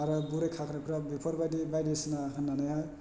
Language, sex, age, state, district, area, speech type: Bodo, male, 30-45, Assam, Chirang, urban, spontaneous